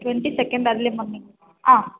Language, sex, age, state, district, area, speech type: Kannada, female, 18-30, Karnataka, Hassan, urban, conversation